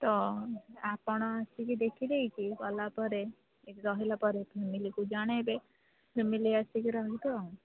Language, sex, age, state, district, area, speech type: Odia, female, 45-60, Odisha, Sundergarh, rural, conversation